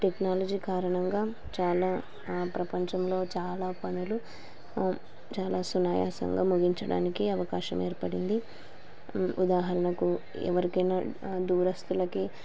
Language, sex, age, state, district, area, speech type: Telugu, female, 30-45, Andhra Pradesh, Kurnool, rural, spontaneous